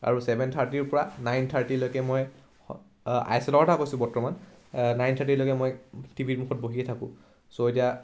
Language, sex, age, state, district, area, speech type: Assamese, male, 18-30, Assam, Charaideo, urban, spontaneous